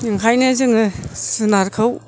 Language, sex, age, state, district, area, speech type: Bodo, female, 60+, Assam, Kokrajhar, rural, spontaneous